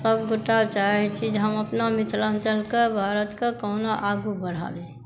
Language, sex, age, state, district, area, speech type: Maithili, female, 60+, Bihar, Saharsa, rural, spontaneous